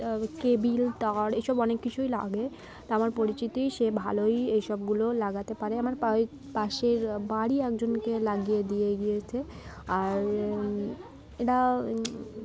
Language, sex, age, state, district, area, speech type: Bengali, female, 18-30, West Bengal, Darjeeling, urban, spontaneous